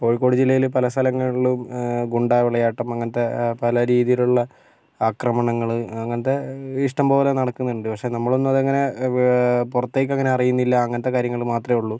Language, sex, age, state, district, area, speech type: Malayalam, male, 45-60, Kerala, Kozhikode, urban, spontaneous